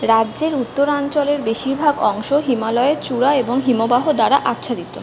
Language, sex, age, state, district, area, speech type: Bengali, female, 18-30, West Bengal, Kolkata, urban, read